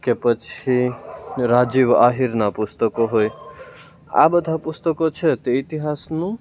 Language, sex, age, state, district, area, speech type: Gujarati, male, 18-30, Gujarat, Rajkot, rural, spontaneous